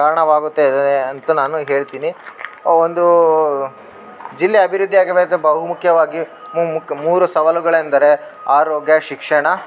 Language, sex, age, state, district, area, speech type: Kannada, male, 18-30, Karnataka, Bellary, rural, spontaneous